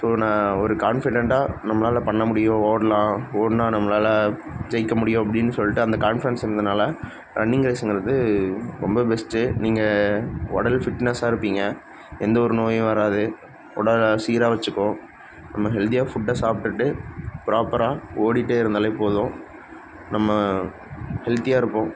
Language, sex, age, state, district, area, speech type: Tamil, male, 18-30, Tamil Nadu, Namakkal, rural, spontaneous